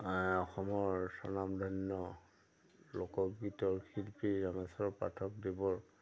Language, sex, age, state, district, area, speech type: Assamese, male, 60+, Assam, Majuli, urban, spontaneous